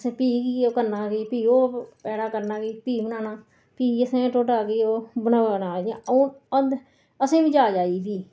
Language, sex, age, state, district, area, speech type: Dogri, female, 45-60, Jammu and Kashmir, Reasi, rural, spontaneous